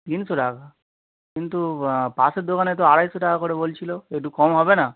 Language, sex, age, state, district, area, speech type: Bengali, male, 30-45, West Bengal, Howrah, urban, conversation